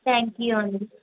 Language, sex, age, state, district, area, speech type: Telugu, female, 18-30, Telangana, Yadadri Bhuvanagiri, urban, conversation